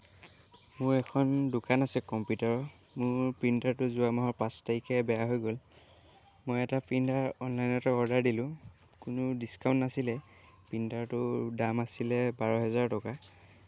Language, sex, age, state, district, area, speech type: Assamese, male, 18-30, Assam, Lakhimpur, rural, spontaneous